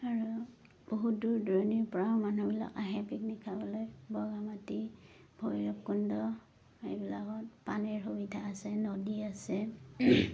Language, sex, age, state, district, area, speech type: Assamese, female, 30-45, Assam, Udalguri, rural, spontaneous